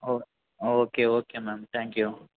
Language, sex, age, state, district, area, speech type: Telugu, female, 18-30, Andhra Pradesh, Chittoor, urban, conversation